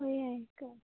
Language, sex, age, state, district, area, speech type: Manipuri, female, 18-30, Manipur, Kangpokpi, urban, conversation